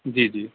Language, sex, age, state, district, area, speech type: Punjabi, male, 30-45, Punjab, Kapurthala, urban, conversation